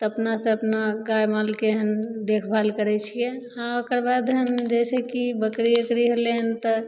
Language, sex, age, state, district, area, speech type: Maithili, female, 30-45, Bihar, Begusarai, rural, spontaneous